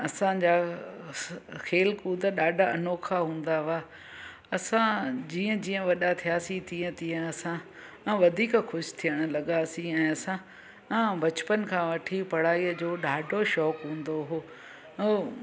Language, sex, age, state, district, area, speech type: Sindhi, female, 45-60, Gujarat, Junagadh, rural, spontaneous